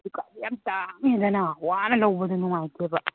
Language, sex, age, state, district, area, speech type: Manipuri, female, 30-45, Manipur, Senapati, rural, conversation